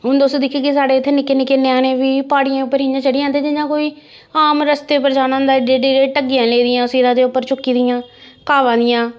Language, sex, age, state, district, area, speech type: Dogri, female, 30-45, Jammu and Kashmir, Jammu, urban, spontaneous